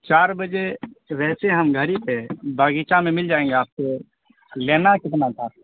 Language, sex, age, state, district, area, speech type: Urdu, male, 18-30, Bihar, Khagaria, rural, conversation